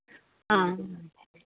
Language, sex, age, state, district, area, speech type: Malayalam, female, 30-45, Kerala, Kottayam, rural, conversation